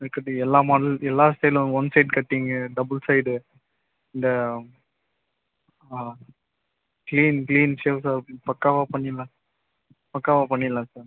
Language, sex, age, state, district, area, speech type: Tamil, male, 30-45, Tamil Nadu, Viluppuram, rural, conversation